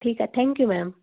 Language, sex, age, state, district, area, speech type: Punjabi, female, 18-30, Punjab, Fazilka, rural, conversation